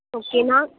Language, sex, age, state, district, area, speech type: Tamil, male, 45-60, Tamil Nadu, Nagapattinam, rural, conversation